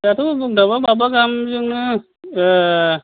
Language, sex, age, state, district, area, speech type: Bodo, male, 60+, Assam, Kokrajhar, rural, conversation